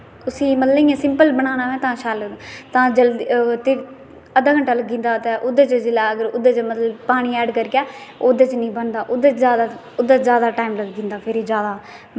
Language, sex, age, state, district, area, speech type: Dogri, female, 18-30, Jammu and Kashmir, Kathua, rural, spontaneous